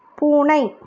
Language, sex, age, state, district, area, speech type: Tamil, female, 30-45, Tamil Nadu, Ranipet, urban, read